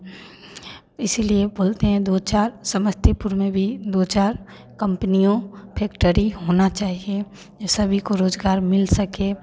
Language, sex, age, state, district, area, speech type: Hindi, female, 18-30, Bihar, Samastipur, urban, spontaneous